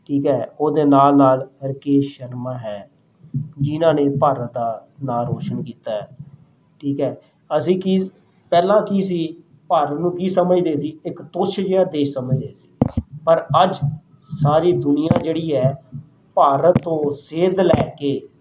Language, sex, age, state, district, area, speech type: Punjabi, male, 30-45, Punjab, Rupnagar, rural, spontaneous